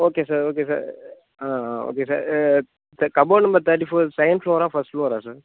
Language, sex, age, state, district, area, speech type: Tamil, male, 30-45, Tamil Nadu, Cuddalore, rural, conversation